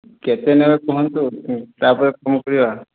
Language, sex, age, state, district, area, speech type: Odia, male, 30-45, Odisha, Boudh, rural, conversation